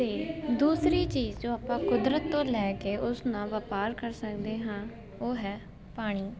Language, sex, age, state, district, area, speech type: Punjabi, female, 18-30, Punjab, Jalandhar, urban, spontaneous